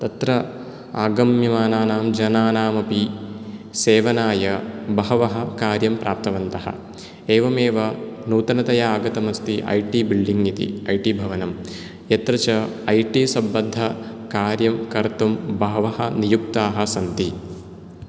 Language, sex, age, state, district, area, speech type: Sanskrit, male, 18-30, Kerala, Ernakulam, urban, spontaneous